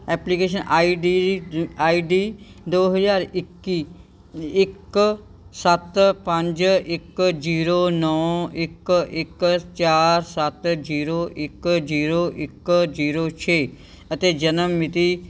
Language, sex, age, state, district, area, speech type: Punjabi, female, 60+, Punjab, Bathinda, urban, read